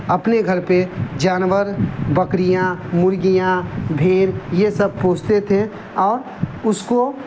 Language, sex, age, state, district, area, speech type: Urdu, male, 45-60, Bihar, Darbhanga, rural, spontaneous